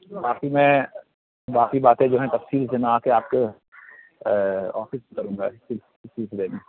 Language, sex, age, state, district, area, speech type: Urdu, male, 18-30, Bihar, Purnia, rural, conversation